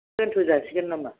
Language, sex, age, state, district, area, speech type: Bodo, female, 60+, Assam, Kokrajhar, rural, conversation